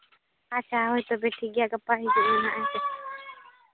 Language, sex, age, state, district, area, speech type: Santali, female, 18-30, Jharkhand, Seraikela Kharsawan, rural, conversation